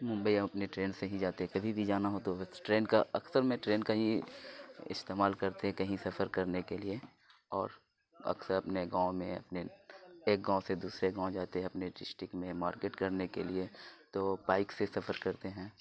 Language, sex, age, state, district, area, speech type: Urdu, male, 30-45, Bihar, Khagaria, rural, spontaneous